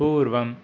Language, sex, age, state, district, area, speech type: Sanskrit, male, 18-30, Karnataka, Mysore, urban, read